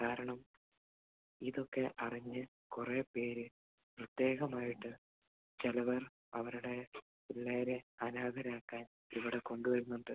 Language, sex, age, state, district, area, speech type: Malayalam, male, 18-30, Kerala, Idukki, rural, conversation